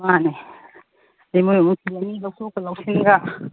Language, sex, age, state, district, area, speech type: Manipuri, female, 45-60, Manipur, Imphal East, rural, conversation